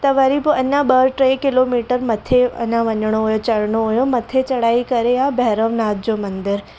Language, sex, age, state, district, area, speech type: Sindhi, female, 18-30, Maharashtra, Mumbai Suburban, rural, spontaneous